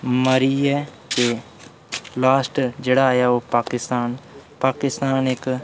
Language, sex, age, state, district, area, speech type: Dogri, male, 18-30, Jammu and Kashmir, Udhampur, rural, spontaneous